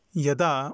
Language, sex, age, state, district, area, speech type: Sanskrit, male, 30-45, Karnataka, Bidar, urban, spontaneous